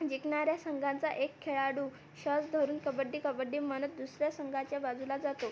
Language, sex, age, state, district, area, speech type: Marathi, female, 18-30, Maharashtra, Amravati, urban, spontaneous